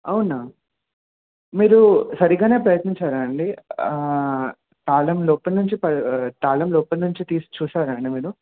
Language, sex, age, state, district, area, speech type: Telugu, male, 18-30, Telangana, Mahabubabad, urban, conversation